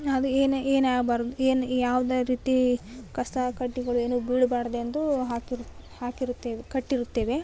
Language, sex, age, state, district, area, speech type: Kannada, female, 18-30, Karnataka, Koppal, urban, spontaneous